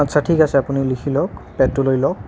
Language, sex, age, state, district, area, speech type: Assamese, male, 30-45, Assam, Nalbari, rural, spontaneous